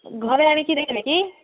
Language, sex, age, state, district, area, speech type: Odia, female, 30-45, Odisha, Malkangiri, urban, conversation